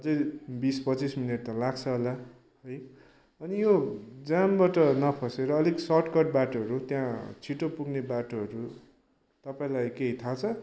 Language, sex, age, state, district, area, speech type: Nepali, male, 18-30, West Bengal, Kalimpong, rural, spontaneous